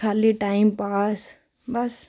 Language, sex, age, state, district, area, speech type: Dogri, female, 18-30, Jammu and Kashmir, Reasi, rural, spontaneous